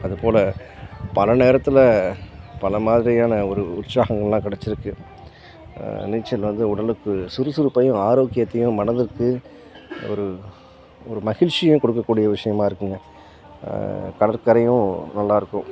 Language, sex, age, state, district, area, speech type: Tamil, male, 60+, Tamil Nadu, Nagapattinam, rural, spontaneous